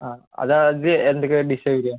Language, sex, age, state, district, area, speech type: Malayalam, male, 18-30, Kerala, Palakkad, rural, conversation